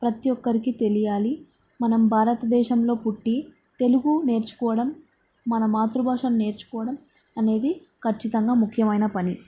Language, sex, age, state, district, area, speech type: Telugu, female, 18-30, Andhra Pradesh, Nandyal, urban, spontaneous